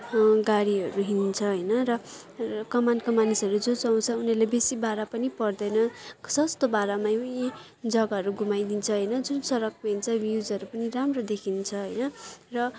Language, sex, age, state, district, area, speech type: Nepali, female, 18-30, West Bengal, Kalimpong, rural, spontaneous